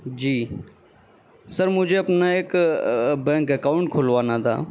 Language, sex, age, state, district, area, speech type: Urdu, male, 18-30, Uttar Pradesh, Saharanpur, urban, spontaneous